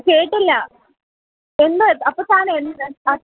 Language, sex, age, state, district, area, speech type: Malayalam, female, 18-30, Kerala, Kollam, rural, conversation